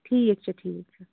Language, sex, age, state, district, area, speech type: Kashmiri, female, 18-30, Jammu and Kashmir, Shopian, urban, conversation